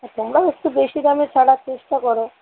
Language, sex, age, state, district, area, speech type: Bengali, female, 30-45, West Bengal, Howrah, urban, conversation